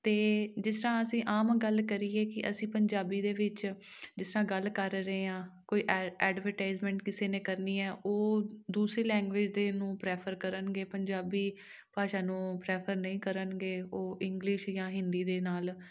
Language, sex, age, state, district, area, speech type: Punjabi, female, 30-45, Punjab, Amritsar, urban, spontaneous